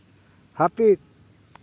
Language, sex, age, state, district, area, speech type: Santali, male, 60+, West Bengal, Paschim Bardhaman, rural, read